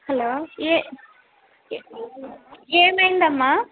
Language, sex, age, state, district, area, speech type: Telugu, female, 30-45, Andhra Pradesh, Kurnool, rural, conversation